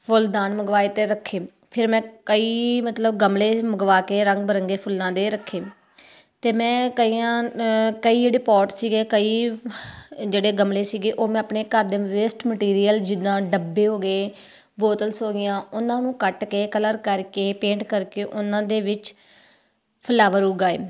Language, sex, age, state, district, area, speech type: Punjabi, female, 30-45, Punjab, Tarn Taran, rural, spontaneous